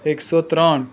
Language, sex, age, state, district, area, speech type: Gujarati, male, 30-45, Gujarat, Surat, urban, spontaneous